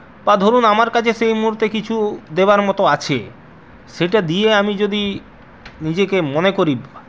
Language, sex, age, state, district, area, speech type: Bengali, male, 45-60, West Bengal, Purulia, urban, spontaneous